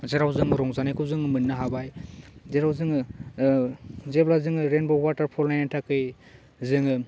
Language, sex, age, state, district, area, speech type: Bodo, male, 18-30, Assam, Udalguri, urban, spontaneous